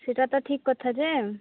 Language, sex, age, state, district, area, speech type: Odia, female, 18-30, Odisha, Nabarangpur, urban, conversation